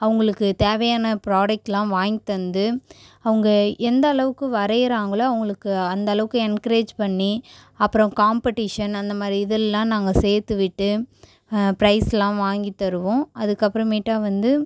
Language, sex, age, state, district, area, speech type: Tamil, female, 18-30, Tamil Nadu, Cuddalore, rural, spontaneous